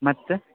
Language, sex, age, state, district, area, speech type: Kannada, male, 18-30, Karnataka, Gadag, rural, conversation